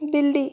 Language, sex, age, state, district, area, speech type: Hindi, female, 30-45, Madhya Pradesh, Balaghat, rural, read